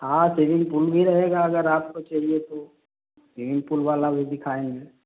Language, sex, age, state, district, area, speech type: Hindi, male, 30-45, Uttar Pradesh, Prayagraj, rural, conversation